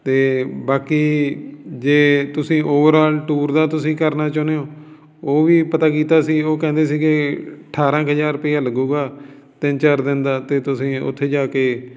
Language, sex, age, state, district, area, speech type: Punjabi, male, 45-60, Punjab, Fatehgarh Sahib, urban, spontaneous